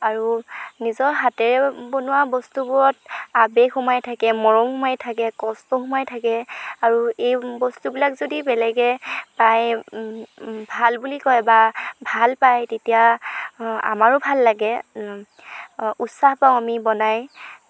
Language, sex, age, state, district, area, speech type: Assamese, female, 18-30, Assam, Dhemaji, rural, spontaneous